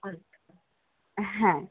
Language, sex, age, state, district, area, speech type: Bengali, female, 18-30, West Bengal, Howrah, urban, conversation